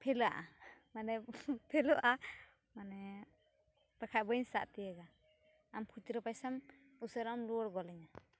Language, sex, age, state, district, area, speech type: Santali, female, 18-30, West Bengal, Uttar Dinajpur, rural, spontaneous